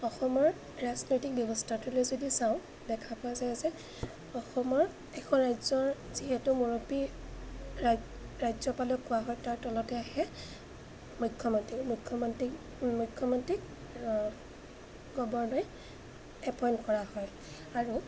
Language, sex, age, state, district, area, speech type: Assamese, female, 18-30, Assam, Majuli, urban, spontaneous